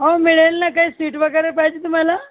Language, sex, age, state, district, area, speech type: Marathi, female, 30-45, Maharashtra, Buldhana, rural, conversation